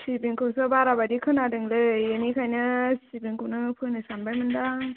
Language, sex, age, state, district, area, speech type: Bodo, female, 18-30, Assam, Kokrajhar, rural, conversation